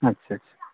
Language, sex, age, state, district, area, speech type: Maithili, male, 30-45, Bihar, Saharsa, rural, conversation